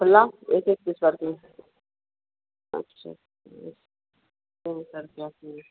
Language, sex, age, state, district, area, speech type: Hindi, female, 45-60, Bihar, Madhepura, rural, conversation